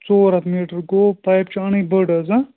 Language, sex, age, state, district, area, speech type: Kashmiri, male, 18-30, Jammu and Kashmir, Bandipora, rural, conversation